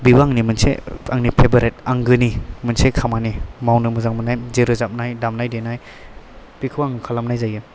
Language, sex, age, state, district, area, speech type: Bodo, male, 18-30, Assam, Chirang, urban, spontaneous